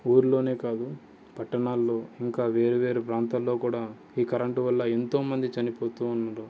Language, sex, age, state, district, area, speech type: Telugu, male, 18-30, Telangana, Ranga Reddy, urban, spontaneous